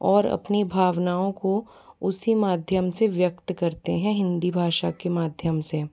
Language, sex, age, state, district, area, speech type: Hindi, female, 30-45, Rajasthan, Jaipur, urban, spontaneous